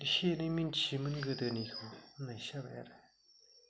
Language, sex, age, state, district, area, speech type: Bodo, male, 30-45, Assam, Kokrajhar, rural, spontaneous